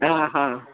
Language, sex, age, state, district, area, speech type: Kannada, female, 60+, Karnataka, Gulbarga, urban, conversation